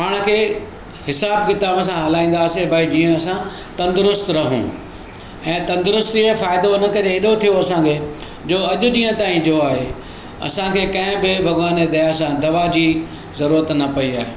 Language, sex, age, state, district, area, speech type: Sindhi, male, 60+, Maharashtra, Mumbai Suburban, urban, spontaneous